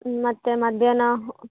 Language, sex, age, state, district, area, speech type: Kannada, female, 18-30, Karnataka, Vijayanagara, rural, conversation